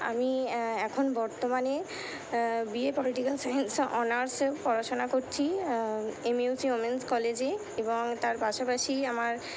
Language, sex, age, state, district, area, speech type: Bengali, female, 60+, West Bengal, Purba Bardhaman, urban, spontaneous